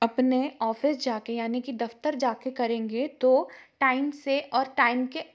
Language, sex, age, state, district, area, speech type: Hindi, female, 30-45, Madhya Pradesh, Jabalpur, urban, spontaneous